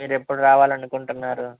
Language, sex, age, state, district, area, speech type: Telugu, male, 30-45, Andhra Pradesh, Anantapur, urban, conversation